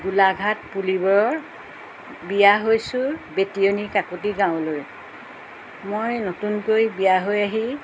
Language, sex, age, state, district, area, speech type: Assamese, female, 60+, Assam, Golaghat, urban, spontaneous